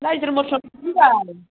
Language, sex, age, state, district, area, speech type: Bodo, female, 30-45, Assam, Kokrajhar, rural, conversation